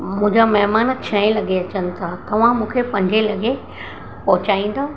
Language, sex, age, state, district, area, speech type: Sindhi, female, 60+, Maharashtra, Mumbai Suburban, urban, spontaneous